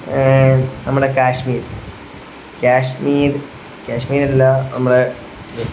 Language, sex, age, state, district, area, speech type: Malayalam, male, 30-45, Kerala, Wayanad, rural, spontaneous